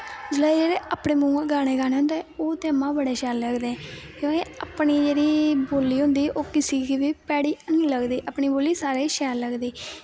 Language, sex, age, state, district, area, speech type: Dogri, female, 18-30, Jammu and Kashmir, Kathua, rural, spontaneous